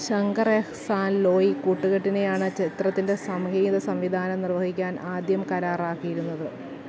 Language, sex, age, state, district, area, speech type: Malayalam, female, 30-45, Kerala, Alappuzha, rural, read